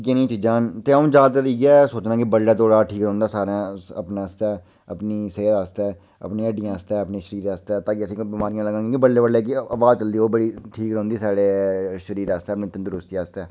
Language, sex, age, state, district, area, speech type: Dogri, male, 30-45, Jammu and Kashmir, Udhampur, urban, spontaneous